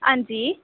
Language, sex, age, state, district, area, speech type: Dogri, female, 18-30, Jammu and Kashmir, Reasi, rural, conversation